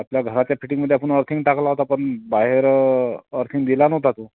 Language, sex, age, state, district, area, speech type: Marathi, male, 45-60, Maharashtra, Amravati, rural, conversation